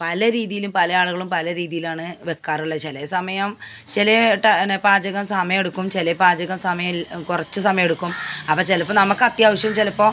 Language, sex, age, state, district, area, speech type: Malayalam, female, 45-60, Kerala, Malappuram, rural, spontaneous